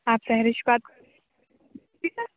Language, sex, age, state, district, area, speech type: Urdu, female, 18-30, Uttar Pradesh, Aligarh, urban, conversation